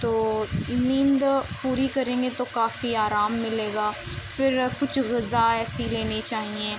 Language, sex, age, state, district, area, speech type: Urdu, female, 18-30, Uttar Pradesh, Muzaffarnagar, rural, spontaneous